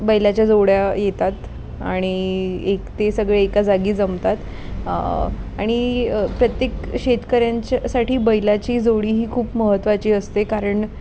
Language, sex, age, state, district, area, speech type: Marathi, female, 18-30, Maharashtra, Pune, urban, spontaneous